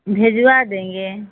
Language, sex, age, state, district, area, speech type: Hindi, female, 60+, Uttar Pradesh, Ayodhya, rural, conversation